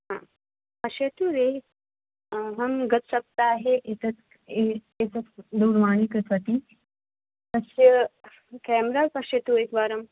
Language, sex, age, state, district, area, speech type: Sanskrit, female, 18-30, Delhi, North East Delhi, urban, conversation